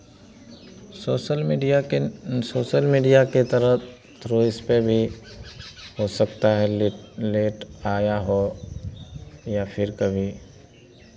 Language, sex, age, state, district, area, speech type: Hindi, male, 30-45, Bihar, Madhepura, rural, spontaneous